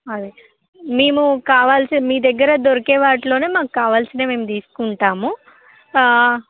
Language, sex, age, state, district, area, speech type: Telugu, female, 18-30, Telangana, Khammam, urban, conversation